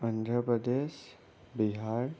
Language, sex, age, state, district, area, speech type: Assamese, male, 18-30, Assam, Sonitpur, urban, spontaneous